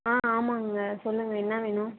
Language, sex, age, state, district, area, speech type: Tamil, female, 18-30, Tamil Nadu, Tirupattur, urban, conversation